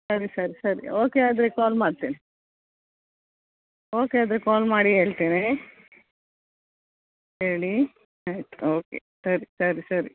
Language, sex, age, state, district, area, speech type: Kannada, female, 60+, Karnataka, Udupi, rural, conversation